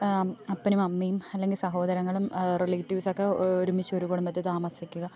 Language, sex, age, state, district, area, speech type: Malayalam, female, 18-30, Kerala, Thiruvananthapuram, rural, spontaneous